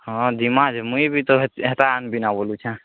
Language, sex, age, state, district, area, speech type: Odia, male, 18-30, Odisha, Nuapada, urban, conversation